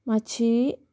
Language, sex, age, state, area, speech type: Goan Konkani, female, 30-45, Goa, rural, spontaneous